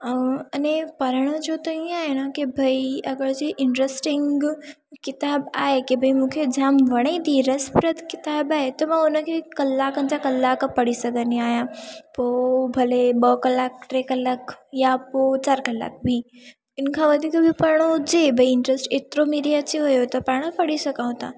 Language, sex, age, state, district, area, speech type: Sindhi, female, 18-30, Gujarat, Surat, urban, spontaneous